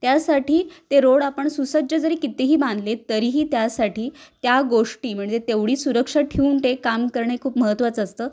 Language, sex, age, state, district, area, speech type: Marathi, female, 30-45, Maharashtra, Kolhapur, urban, spontaneous